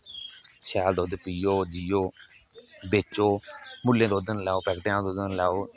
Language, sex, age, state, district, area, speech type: Dogri, male, 18-30, Jammu and Kashmir, Kathua, rural, spontaneous